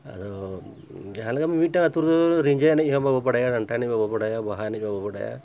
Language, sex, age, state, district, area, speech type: Santali, male, 60+, Jharkhand, Bokaro, rural, spontaneous